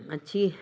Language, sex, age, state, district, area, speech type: Hindi, female, 45-60, Uttar Pradesh, Bhadohi, urban, spontaneous